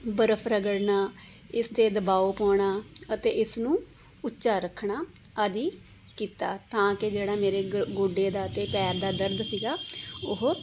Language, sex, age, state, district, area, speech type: Punjabi, female, 45-60, Punjab, Tarn Taran, urban, spontaneous